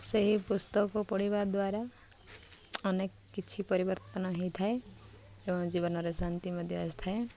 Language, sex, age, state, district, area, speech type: Odia, female, 30-45, Odisha, Koraput, urban, spontaneous